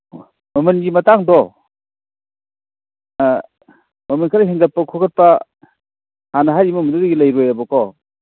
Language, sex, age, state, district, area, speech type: Manipuri, male, 60+, Manipur, Thoubal, rural, conversation